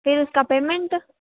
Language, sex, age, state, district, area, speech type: Hindi, female, 45-60, Rajasthan, Jodhpur, urban, conversation